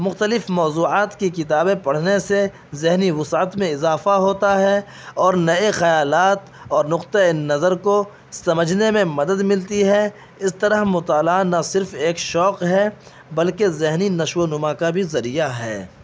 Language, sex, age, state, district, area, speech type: Urdu, male, 18-30, Uttar Pradesh, Saharanpur, urban, spontaneous